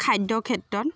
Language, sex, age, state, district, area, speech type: Assamese, female, 30-45, Assam, Biswanath, rural, spontaneous